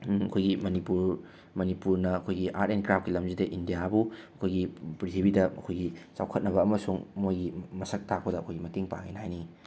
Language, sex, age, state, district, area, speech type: Manipuri, male, 30-45, Manipur, Imphal West, urban, spontaneous